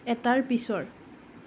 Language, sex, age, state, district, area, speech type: Assamese, female, 30-45, Assam, Nalbari, rural, read